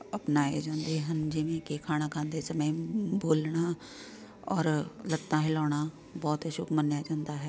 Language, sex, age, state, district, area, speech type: Punjabi, female, 45-60, Punjab, Amritsar, urban, spontaneous